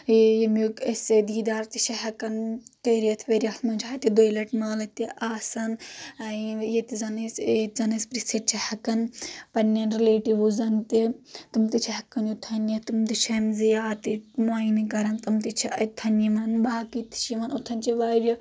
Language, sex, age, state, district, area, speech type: Kashmiri, female, 18-30, Jammu and Kashmir, Anantnag, rural, spontaneous